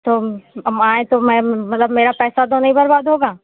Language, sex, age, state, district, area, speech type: Hindi, female, 60+, Uttar Pradesh, Sitapur, rural, conversation